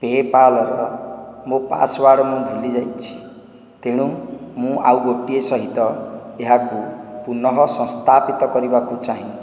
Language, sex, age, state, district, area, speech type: Odia, male, 45-60, Odisha, Nayagarh, rural, read